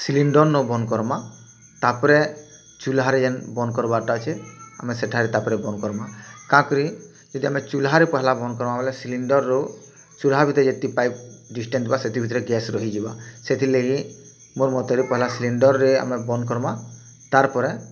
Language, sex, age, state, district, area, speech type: Odia, male, 45-60, Odisha, Bargarh, urban, spontaneous